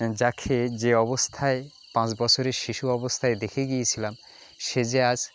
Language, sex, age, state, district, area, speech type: Bengali, male, 45-60, West Bengal, Jalpaiguri, rural, spontaneous